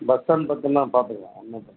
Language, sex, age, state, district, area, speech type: Tamil, male, 45-60, Tamil Nadu, Viluppuram, rural, conversation